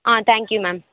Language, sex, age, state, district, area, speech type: Tamil, female, 18-30, Tamil Nadu, Vellore, urban, conversation